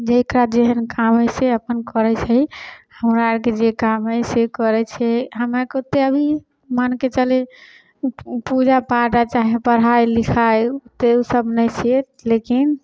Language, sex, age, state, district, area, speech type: Maithili, female, 18-30, Bihar, Samastipur, rural, spontaneous